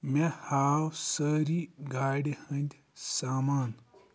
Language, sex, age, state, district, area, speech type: Kashmiri, male, 18-30, Jammu and Kashmir, Ganderbal, rural, read